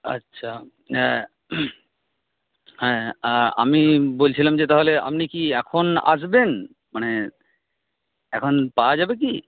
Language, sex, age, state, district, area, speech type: Bengali, male, 30-45, West Bengal, Jhargram, rural, conversation